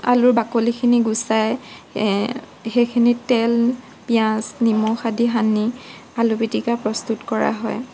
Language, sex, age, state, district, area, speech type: Assamese, female, 18-30, Assam, Morigaon, rural, spontaneous